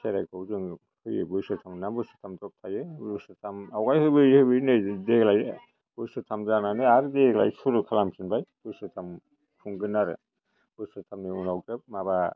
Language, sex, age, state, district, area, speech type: Bodo, male, 60+, Assam, Chirang, rural, spontaneous